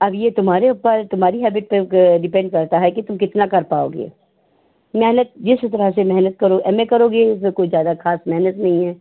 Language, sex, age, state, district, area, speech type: Hindi, female, 60+, Uttar Pradesh, Hardoi, rural, conversation